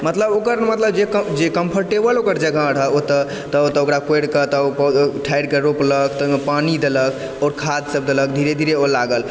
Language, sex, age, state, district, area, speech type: Maithili, male, 18-30, Bihar, Supaul, rural, spontaneous